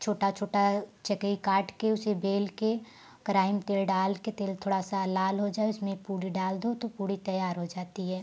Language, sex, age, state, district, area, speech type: Hindi, female, 18-30, Uttar Pradesh, Prayagraj, rural, spontaneous